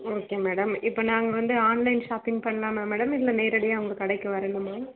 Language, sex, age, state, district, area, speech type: Tamil, male, 18-30, Tamil Nadu, Dharmapuri, rural, conversation